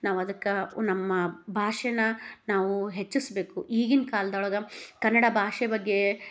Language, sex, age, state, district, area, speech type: Kannada, female, 30-45, Karnataka, Gadag, rural, spontaneous